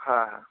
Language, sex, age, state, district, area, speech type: Bengali, male, 18-30, West Bengal, Nadia, urban, conversation